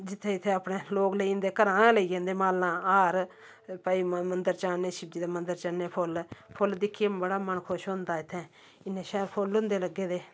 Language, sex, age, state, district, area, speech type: Dogri, female, 45-60, Jammu and Kashmir, Samba, rural, spontaneous